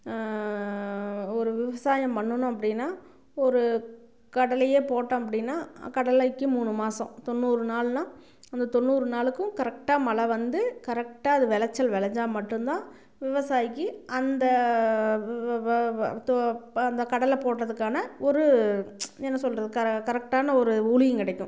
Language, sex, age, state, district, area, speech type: Tamil, female, 45-60, Tamil Nadu, Namakkal, rural, spontaneous